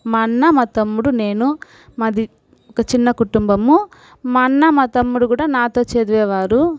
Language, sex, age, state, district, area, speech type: Telugu, female, 45-60, Andhra Pradesh, Sri Balaji, urban, spontaneous